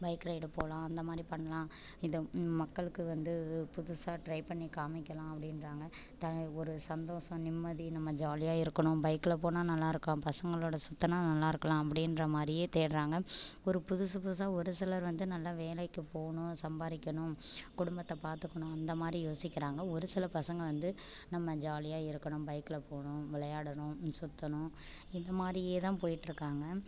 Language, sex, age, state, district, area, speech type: Tamil, female, 60+, Tamil Nadu, Ariyalur, rural, spontaneous